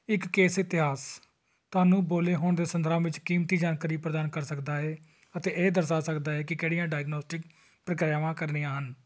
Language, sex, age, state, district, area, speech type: Punjabi, male, 30-45, Punjab, Tarn Taran, urban, read